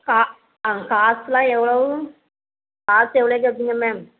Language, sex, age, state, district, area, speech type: Tamil, female, 45-60, Tamil Nadu, Thoothukudi, rural, conversation